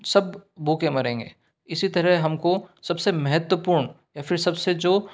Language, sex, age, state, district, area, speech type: Hindi, male, 18-30, Rajasthan, Jaipur, urban, spontaneous